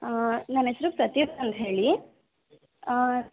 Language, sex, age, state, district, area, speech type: Kannada, female, 18-30, Karnataka, Bangalore Rural, urban, conversation